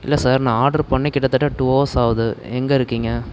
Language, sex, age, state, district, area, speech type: Tamil, male, 45-60, Tamil Nadu, Tiruvarur, urban, spontaneous